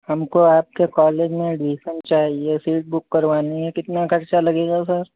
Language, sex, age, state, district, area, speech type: Hindi, male, 30-45, Uttar Pradesh, Sitapur, rural, conversation